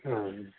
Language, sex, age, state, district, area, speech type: Nepali, male, 30-45, West Bengal, Darjeeling, rural, conversation